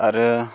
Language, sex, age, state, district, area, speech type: Bodo, male, 18-30, Assam, Baksa, rural, spontaneous